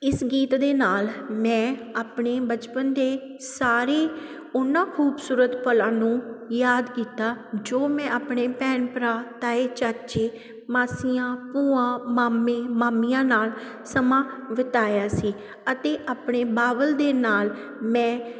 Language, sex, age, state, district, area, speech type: Punjabi, female, 30-45, Punjab, Sangrur, rural, spontaneous